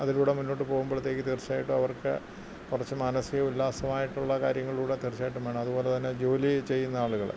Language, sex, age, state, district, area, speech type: Malayalam, male, 60+, Kerala, Kottayam, rural, spontaneous